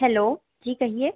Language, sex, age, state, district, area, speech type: Hindi, female, 18-30, Madhya Pradesh, Chhindwara, urban, conversation